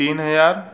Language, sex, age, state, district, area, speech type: Hindi, male, 18-30, Madhya Pradesh, Bhopal, urban, spontaneous